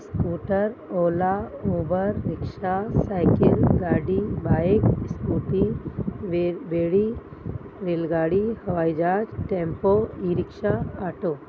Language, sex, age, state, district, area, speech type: Sindhi, female, 30-45, Uttar Pradesh, Lucknow, urban, spontaneous